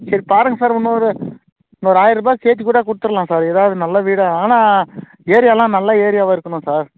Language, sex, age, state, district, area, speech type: Tamil, male, 30-45, Tamil Nadu, Krishnagiri, rural, conversation